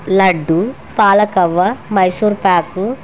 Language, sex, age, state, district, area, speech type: Telugu, female, 30-45, Andhra Pradesh, Kurnool, rural, spontaneous